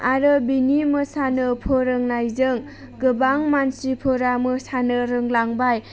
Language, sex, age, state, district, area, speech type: Bodo, female, 30-45, Assam, Chirang, rural, spontaneous